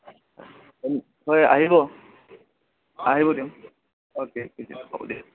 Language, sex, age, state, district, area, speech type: Assamese, male, 18-30, Assam, Udalguri, rural, conversation